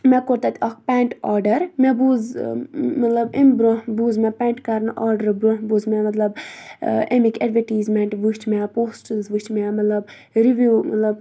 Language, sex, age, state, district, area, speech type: Kashmiri, female, 30-45, Jammu and Kashmir, Budgam, rural, spontaneous